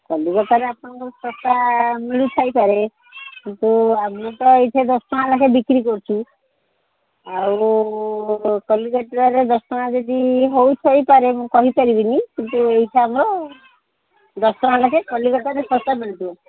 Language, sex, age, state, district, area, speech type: Odia, female, 60+, Odisha, Gajapati, rural, conversation